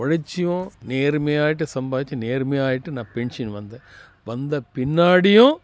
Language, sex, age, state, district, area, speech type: Tamil, male, 60+, Tamil Nadu, Tiruvannamalai, rural, spontaneous